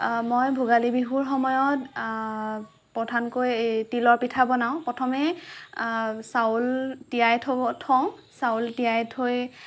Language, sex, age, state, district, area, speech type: Assamese, female, 18-30, Assam, Lakhimpur, rural, spontaneous